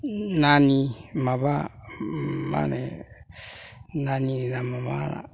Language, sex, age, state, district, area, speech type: Bodo, male, 60+, Assam, Chirang, rural, spontaneous